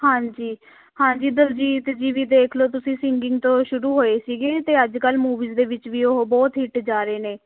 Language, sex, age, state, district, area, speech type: Punjabi, female, 18-30, Punjab, Patiala, rural, conversation